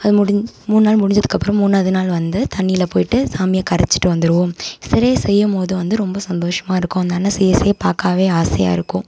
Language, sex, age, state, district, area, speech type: Tamil, female, 18-30, Tamil Nadu, Tiruvarur, urban, spontaneous